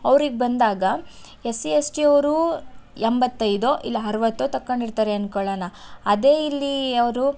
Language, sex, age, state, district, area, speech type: Kannada, female, 18-30, Karnataka, Tumkur, urban, spontaneous